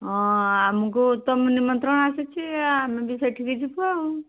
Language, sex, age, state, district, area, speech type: Odia, female, 60+, Odisha, Jharsuguda, rural, conversation